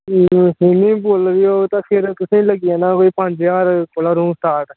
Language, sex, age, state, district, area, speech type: Dogri, male, 30-45, Jammu and Kashmir, Udhampur, rural, conversation